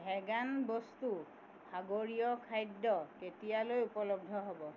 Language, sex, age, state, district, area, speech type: Assamese, female, 45-60, Assam, Tinsukia, urban, read